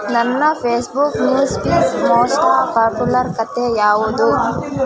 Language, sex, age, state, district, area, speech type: Kannada, female, 18-30, Karnataka, Kolar, rural, read